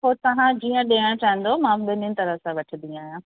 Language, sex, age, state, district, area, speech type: Sindhi, female, 30-45, Uttar Pradesh, Lucknow, rural, conversation